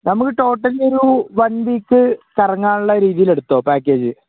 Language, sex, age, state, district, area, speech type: Malayalam, male, 18-30, Kerala, Wayanad, rural, conversation